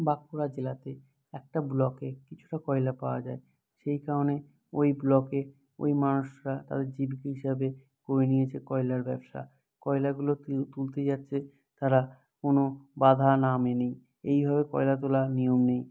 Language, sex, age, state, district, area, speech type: Bengali, male, 45-60, West Bengal, Bankura, urban, spontaneous